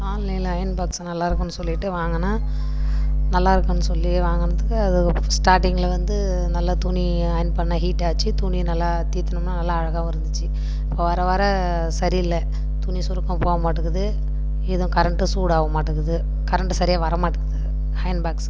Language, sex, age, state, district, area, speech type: Tamil, female, 30-45, Tamil Nadu, Kallakurichi, rural, spontaneous